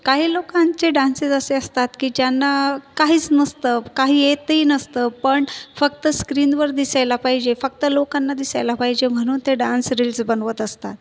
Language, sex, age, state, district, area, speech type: Marathi, female, 30-45, Maharashtra, Buldhana, urban, spontaneous